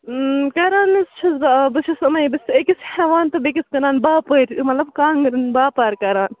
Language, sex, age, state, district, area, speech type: Kashmiri, female, 18-30, Jammu and Kashmir, Bandipora, rural, conversation